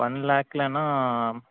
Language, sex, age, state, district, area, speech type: Tamil, male, 18-30, Tamil Nadu, Mayiladuthurai, rural, conversation